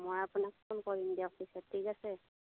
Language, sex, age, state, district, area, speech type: Assamese, female, 45-60, Assam, Darrang, rural, conversation